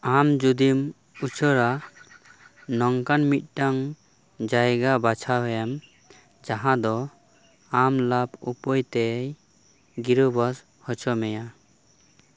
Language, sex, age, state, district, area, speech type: Santali, male, 18-30, West Bengal, Birbhum, rural, read